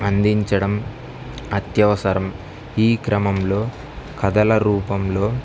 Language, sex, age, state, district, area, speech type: Telugu, male, 18-30, Andhra Pradesh, Kurnool, rural, spontaneous